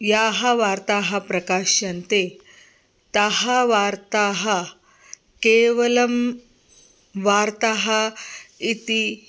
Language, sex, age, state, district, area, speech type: Sanskrit, female, 45-60, Maharashtra, Nagpur, urban, spontaneous